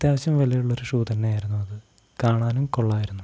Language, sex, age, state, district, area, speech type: Malayalam, male, 45-60, Kerala, Wayanad, rural, spontaneous